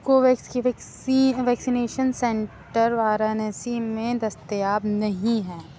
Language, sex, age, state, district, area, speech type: Urdu, female, 30-45, Uttar Pradesh, Aligarh, rural, read